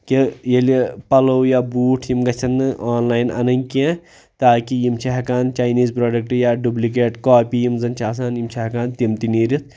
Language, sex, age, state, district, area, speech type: Kashmiri, male, 30-45, Jammu and Kashmir, Pulwama, urban, spontaneous